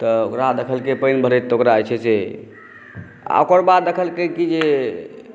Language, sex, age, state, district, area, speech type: Maithili, male, 30-45, Bihar, Saharsa, urban, spontaneous